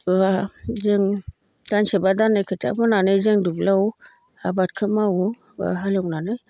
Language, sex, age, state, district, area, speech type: Bodo, female, 60+, Assam, Baksa, rural, spontaneous